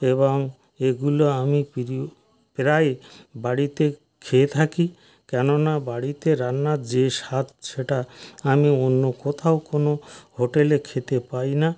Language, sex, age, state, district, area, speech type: Bengali, male, 60+, West Bengal, North 24 Parganas, rural, spontaneous